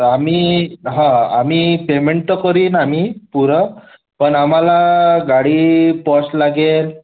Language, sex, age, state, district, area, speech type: Marathi, male, 18-30, Maharashtra, Wardha, urban, conversation